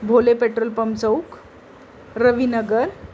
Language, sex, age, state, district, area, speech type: Marathi, female, 45-60, Maharashtra, Nagpur, urban, spontaneous